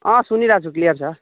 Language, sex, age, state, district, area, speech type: Nepali, male, 30-45, West Bengal, Jalpaiguri, urban, conversation